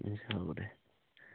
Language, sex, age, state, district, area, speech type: Assamese, male, 45-60, Assam, Tinsukia, rural, conversation